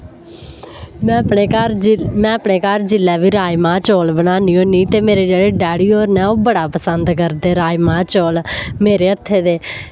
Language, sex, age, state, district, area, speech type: Dogri, female, 18-30, Jammu and Kashmir, Samba, rural, spontaneous